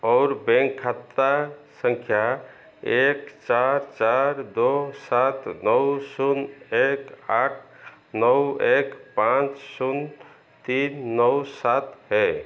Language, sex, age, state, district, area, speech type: Hindi, male, 45-60, Madhya Pradesh, Chhindwara, rural, read